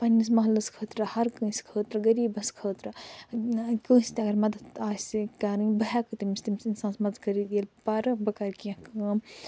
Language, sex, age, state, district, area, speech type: Kashmiri, female, 45-60, Jammu and Kashmir, Ganderbal, urban, spontaneous